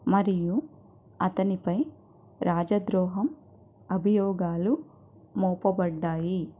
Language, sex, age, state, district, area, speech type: Telugu, female, 30-45, Telangana, Mancherial, rural, read